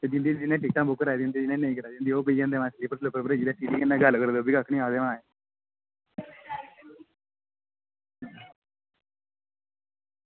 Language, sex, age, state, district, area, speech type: Dogri, male, 18-30, Jammu and Kashmir, Kathua, rural, conversation